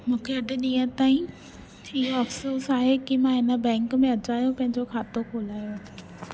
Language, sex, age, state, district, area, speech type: Sindhi, female, 18-30, Maharashtra, Thane, urban, spontaneous